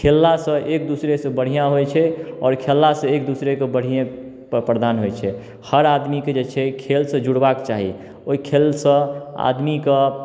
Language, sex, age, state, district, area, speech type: Maithili, male, 18-30, Bihar, Darbhanga, urban, spontaneous